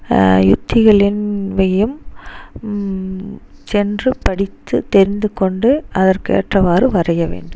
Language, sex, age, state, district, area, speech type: Tamil, female, 30-45, Tamil Nadu, Dharmapuri, rural, spontaneous